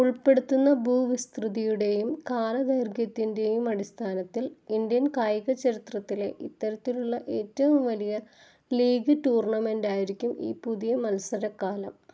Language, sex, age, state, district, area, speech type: Malayalam, female, 30-45, Kerala, Ernakulam, rural, read